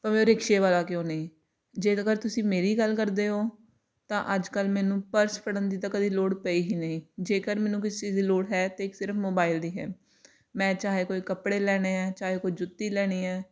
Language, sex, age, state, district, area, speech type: Punjabi, female, 18-30, Punjab, Jalandhar, urban, spontaneous